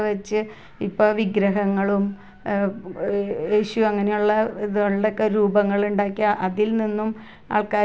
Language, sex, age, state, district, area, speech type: Malayalam, female, 45-60, Kerala, Ernakulam, rural, spontaneous